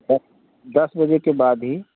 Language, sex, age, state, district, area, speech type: Hindi, male, 60+, Uttar Pradesh, Ayodhya, rural, conversation